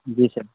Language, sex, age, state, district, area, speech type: Maithili, male, 18-30, Bihar, Darbhanga, urban, conversation